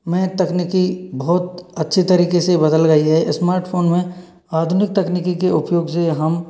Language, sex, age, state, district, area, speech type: Hindi, male, 45-60, Rajasthan, Karauli, rural, spontaneous